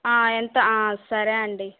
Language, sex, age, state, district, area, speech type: Telugu, female, 18-30, Andhra Pradesh, Kadapa, rural, conversation